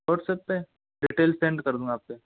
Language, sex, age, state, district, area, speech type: Hindi, male, 30-45, Rajasthan, Karauli, rural, conversation